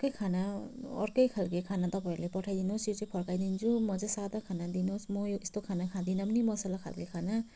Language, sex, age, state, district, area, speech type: Nepali, female, 30-45, West Bengal, Kalimpong, rural, spontaneous